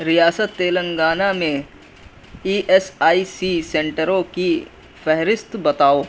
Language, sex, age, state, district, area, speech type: Urdu, male, 18-30, Uttar Pradesh, Shahjahanpur, urban, read